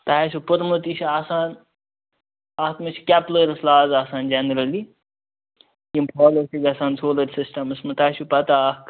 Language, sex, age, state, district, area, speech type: Kashmiri, male, 30-45, Jammu and Kashmir, Kupwara, rural, conversation